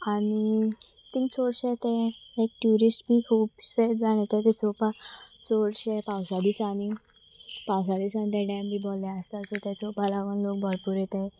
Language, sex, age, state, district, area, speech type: Goan Konkani, female, 18-30, Goa, Sanguem, rural, spontaneous